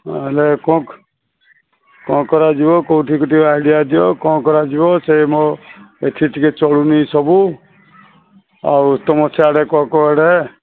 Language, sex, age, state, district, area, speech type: Odia, male, 45-60, Odisha, Sambalpur, rural, conversation